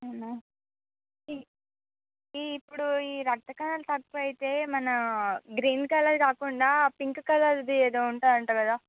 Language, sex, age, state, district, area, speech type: Telugu, female, 45-60, Andhra Pradesh, Visakhapatnam, urban, conversation